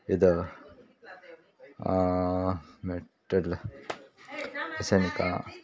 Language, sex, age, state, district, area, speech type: Kannada, male, 30-45, Karnataka, Vijayanagara, rural, spontaneous